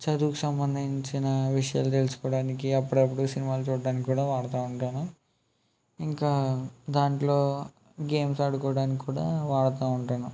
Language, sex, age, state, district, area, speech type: Telugu, male, 18-30, Andhra Pradesh, West Godavari, rural, spontaneous